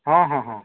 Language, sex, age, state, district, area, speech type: Odia, male, 45-60, Odisha, Nuapada, urban, conversation